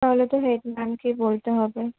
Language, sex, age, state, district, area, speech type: Bengali, female, 18-30, West Bengal, Howrah, urban, conversation